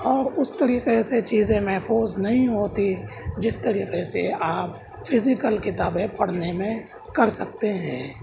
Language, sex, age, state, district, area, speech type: Urdu, male, 18-30, Delhi, South Delhi, urban, spontaneous